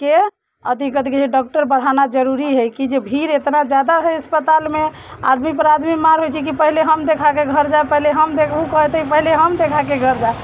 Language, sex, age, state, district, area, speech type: Maithili, female, 30-45, Bihar, Muzaffarpur, rural, spontaneous